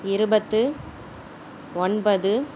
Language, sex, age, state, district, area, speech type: Tamil, female, 18-30, Tamil Nadu, Mayiladuthurai, urban, spontaneous